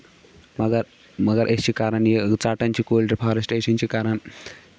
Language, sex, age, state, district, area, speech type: Kashmiri, male, 18-30, Jammu and Kashmir, Shopian, rural, spontaneous